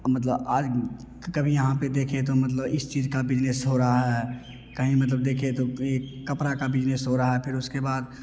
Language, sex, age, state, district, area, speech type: Hindi, male, 18-30, Bihar, Begusarai, urban, spontaneous